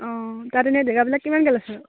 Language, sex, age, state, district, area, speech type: Assamese, female, 30-45, Assam, Charaideo, rural, conversation